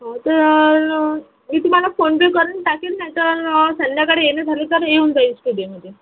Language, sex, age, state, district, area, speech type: Marathi, female, 18-30, Maharashtra, Amravati, urban, conversation